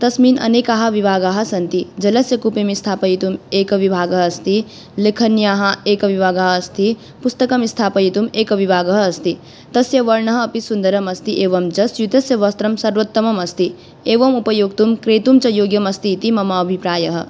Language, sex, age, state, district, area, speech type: Sanskrit, female, 18-30, Manipur, Kangpokpi, rural, spontaneous